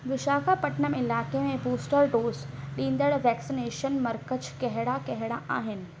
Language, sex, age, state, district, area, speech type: Sindhi, female, 18-30, Madhya Pradesh, Katni, urban, read